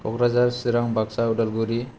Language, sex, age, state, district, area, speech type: Bodo, male, 30-45, Assam, Kokrajhar, urban, spontaneous